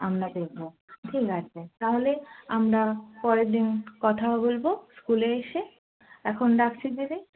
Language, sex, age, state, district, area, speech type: Bengali, female, 18-30, West Bengal, Darjeeling, rural, conversation